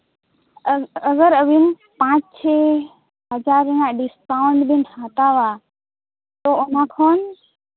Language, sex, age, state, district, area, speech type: Santali, female, 18-30, Jharkhand, East Singhbhum, rural, conversation